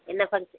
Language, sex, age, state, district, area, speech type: Tamil, female, 30-45, Tamil Nadu, Tirupattur, rural, conversation